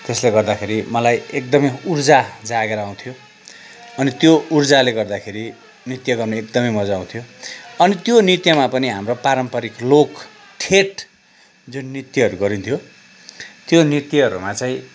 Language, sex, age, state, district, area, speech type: Nepali, male, 45-60, West Bengal, Kalimpong, rural, spontaneous